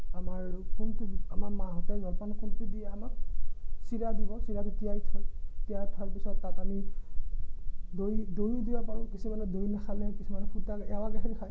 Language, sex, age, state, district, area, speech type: Assamese, male, 30-45, Assam, Morigaon, rural, spontaneous